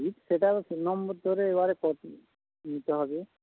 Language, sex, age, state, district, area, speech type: Bengali, male, 45-60, West Bengal, Dakshin Dinajpur, rural, conversation